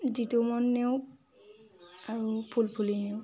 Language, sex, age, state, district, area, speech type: Assamese, female, 30-45, Assam, Tinsukia, urban, spontaneous